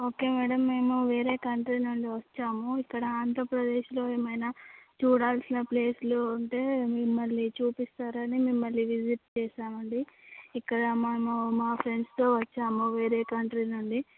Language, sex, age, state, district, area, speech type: Telugu, female, 18-30, Andhra Pradesh, Visakhapatnam, urban, conversation